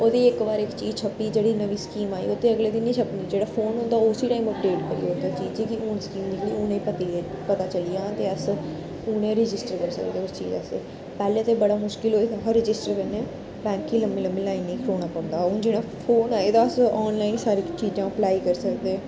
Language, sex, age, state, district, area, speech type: Dogri, female, 30-45, Jammu and Kashmir, Reasi, urban, spontaneous